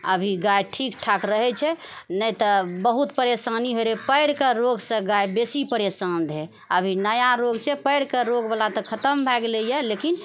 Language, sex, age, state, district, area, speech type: Maithili, female, 45-60, Bihar, Purnia, rural, spontaneous